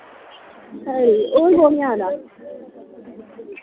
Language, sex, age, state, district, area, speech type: Dogri, female, 18-30, Jammu and Kashmir, Udhampur, rural, conversation